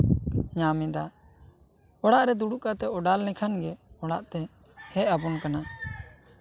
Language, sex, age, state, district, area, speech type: Santali, male, 18-30, West Bengal, Bankura, rural, spontaneous